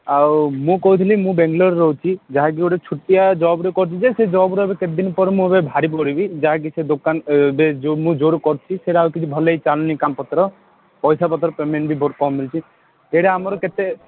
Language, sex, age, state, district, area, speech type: Odia, male, 30-45, Odisha, Ganjam, urban, conversation